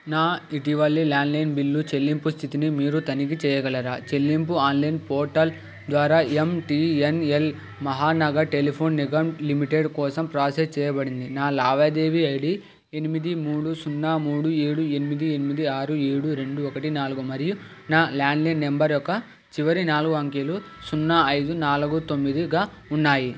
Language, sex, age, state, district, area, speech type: Telugu, male, 18-30, Andhra Pradesh, Krishna, urban, read